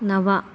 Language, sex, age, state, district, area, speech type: Sanskrit, female, 30-45, Karnataka, Dakshina Kannada, urban, read